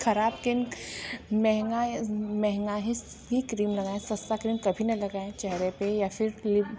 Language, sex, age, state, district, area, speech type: Hindi, female, 45-60, Uttar Pradesh, Mirzapur, rural, spontaneous